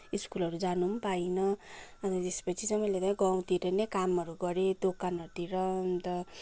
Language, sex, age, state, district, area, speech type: Nepali, female, 30-45, West Bengal, Kalimpong, rural, spontaneous